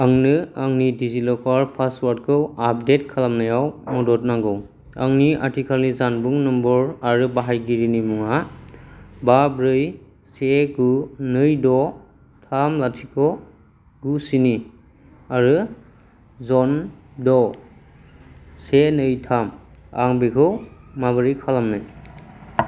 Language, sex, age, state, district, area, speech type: Bodo, male, 18-30, Assam, Kokrajhar, rural, read